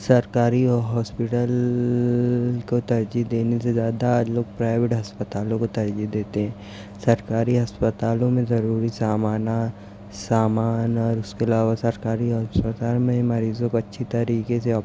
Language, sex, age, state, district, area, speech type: Urdu, male, 30-45, Maharashtra, Nashik, urban, spontaneous